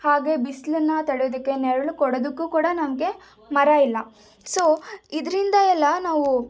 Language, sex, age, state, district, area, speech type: Kannada, female, 18-30, Karnataka, Shimoga, rural, spontaneous